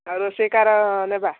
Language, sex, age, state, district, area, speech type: Odia, female, 45-60, Odisha, Gajapati, rural, conversation